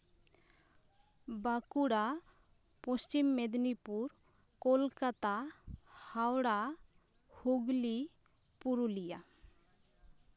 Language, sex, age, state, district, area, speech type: Santali, female, 18-30, West Bengal, Bankura, rural, spontaneous